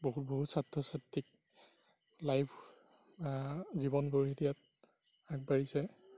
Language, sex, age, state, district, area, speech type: Assamese, male, 45-60, Assam, Darrang, rural, spontaneous